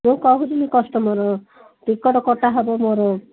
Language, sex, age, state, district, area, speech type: Odia, female, 60+, Odisha, Gajapati, rural, conversation